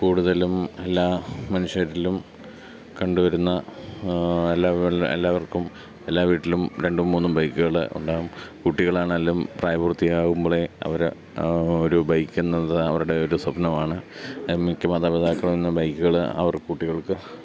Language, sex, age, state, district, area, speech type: Malayalam, male, 30-45, Kerala, Pathanamthitta, urban, spontaneous